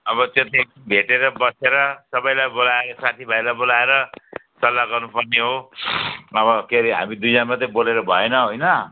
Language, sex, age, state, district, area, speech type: Nepali, male, 60+, West Bengal, Jalpaiguri, rural, conversation